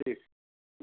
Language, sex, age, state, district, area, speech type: Hindi, male, 60+, Uttar Pradesh, Mirzapur, urban, conversation